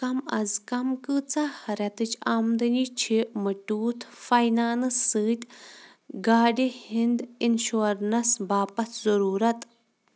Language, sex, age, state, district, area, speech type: Kashmiri, female, 18-30, Jammu and Kashmir, Kulgam, rural, read